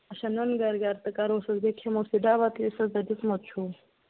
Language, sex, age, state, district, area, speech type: Kashmiri, female, 18-30, Jammu and Kashmir, Bandipora, rural, conversation